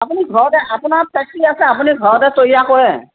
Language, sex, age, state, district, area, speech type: Assamese, female, 60+, Assam, Morigaon, rural, conversation